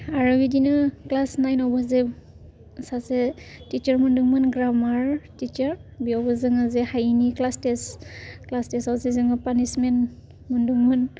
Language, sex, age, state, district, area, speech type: Bodo, female, 18-30, Assam, Udalguri, rural, spontaneous